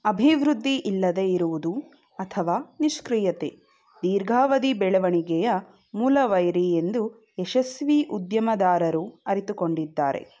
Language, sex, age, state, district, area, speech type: Kannada, female, 18-30, Karnataka, Chikkaballapur, rural, read